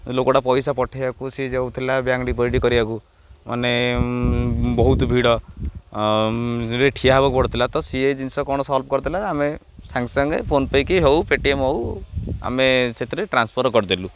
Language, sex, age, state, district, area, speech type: Odia, male, 18-30, Odisha, Jagatsinghpur, urban, spontaneous